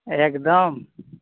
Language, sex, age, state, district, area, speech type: Santali, male, 30-45, Jharkhand, East Singhbhum, rural, conversation